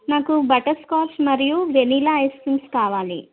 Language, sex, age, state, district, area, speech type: Telugu, female, 30-45, Andhra Pradesh, Krishna, urban, conversation